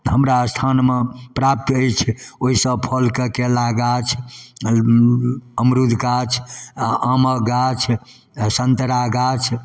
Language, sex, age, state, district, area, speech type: Maithili, male, 60+, Bihar, Darbhanga, rural, spontaneous